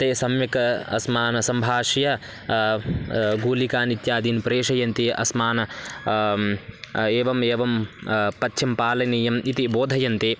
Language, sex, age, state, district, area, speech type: Sanskrit, male, 18-30, Karnataka, Bagalkot, rural, spontaneous